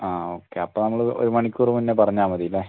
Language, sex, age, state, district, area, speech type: Malayalam, male, 60+, Kerala, Kozhikode, urban, conversation